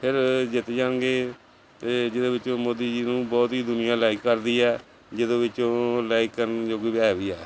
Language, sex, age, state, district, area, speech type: Punjabi, male, 60+, Punjab, Pathankot, urban, spontaneous